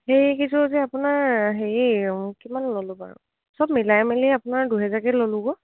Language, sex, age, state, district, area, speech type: Assamese, female, 18-30, Assam, Dibrugarh, rural, conversation